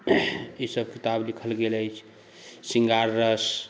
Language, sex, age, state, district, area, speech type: Maithili, male, 30-45, Bihar, Saharsa, urban, spontaneous